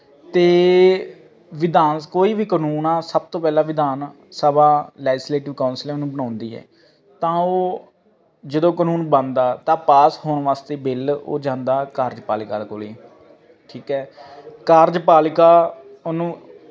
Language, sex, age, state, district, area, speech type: Punjabi, male, 18-30, Punjab, Faridkot, urban, spontaneous